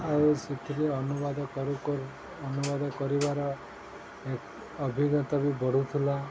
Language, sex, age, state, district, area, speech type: Odia, male, 30-45, Odisha, Sundergarh, urban, spontaneous